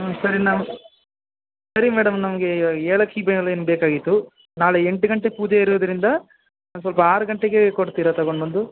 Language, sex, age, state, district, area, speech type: Kannada, male, 18-30, Karnataka, Chamarajanagar, urban, conversation